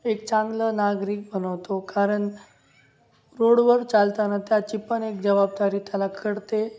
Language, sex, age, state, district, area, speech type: Marathi, male, 18-30, Maharashtra, Ahmednagar, rural, spontaneous